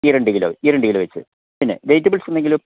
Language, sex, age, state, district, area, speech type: Malayalam, male, 60+, Kerala, Kottayam, urban, conversation